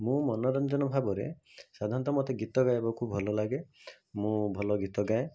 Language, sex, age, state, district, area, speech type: Odia, male, 18-30, Odisha, Bhadrak, rural, spontaneous